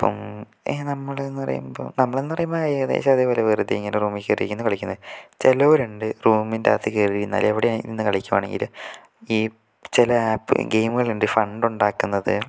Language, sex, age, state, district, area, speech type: Malayalam, male, 18-30, Kerala, Kozhikode, urban, spontaneous